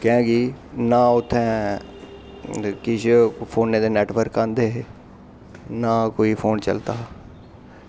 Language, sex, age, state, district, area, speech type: Dogri, male, 18-30, Jammu and Kashmir, Kathua, rural, spontaneous